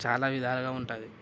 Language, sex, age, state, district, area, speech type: Telugu, male, 30-45, Andhra Pradesh, Kadapa, rural, spontaneous